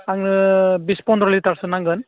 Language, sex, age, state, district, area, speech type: Bodo, male, 30-45, Assam, Udalguri, rural, conversation